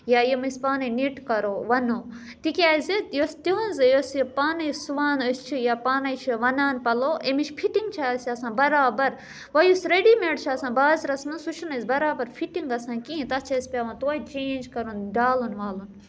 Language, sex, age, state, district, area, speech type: Kashmiri, female, 30-45, Jammu and Kashmir, Budgam, rural, spontaneous